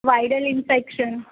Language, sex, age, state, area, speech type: Gujarati, female, 18-30, Gujarat, urban, conversation